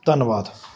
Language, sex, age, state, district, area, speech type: Punjabi, male, 60+, Punjab, Ludhiana, urban, spontaneous